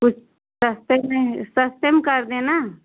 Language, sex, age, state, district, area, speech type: Hindi, female, 45-60, Uttar Pradesh, Pratapgarh, rural, conversation